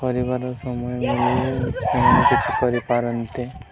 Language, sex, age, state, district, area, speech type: Odia, male, 18-30, Odisha, Nuapada, urban, spontaneous